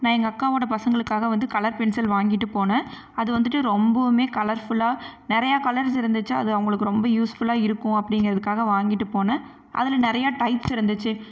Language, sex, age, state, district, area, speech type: Tamil, female, 18-30, Tamil Nadu, Erode, rural, spontaneous